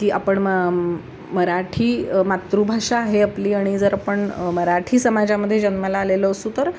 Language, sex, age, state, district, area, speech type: Marathi, female, 45-60, Maharashtra, Sangli, urban, spontaneous